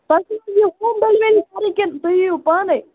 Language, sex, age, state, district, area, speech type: Kashmiri, female, 45-60, Jammu and Kashmir, Bandipora, urban, conversation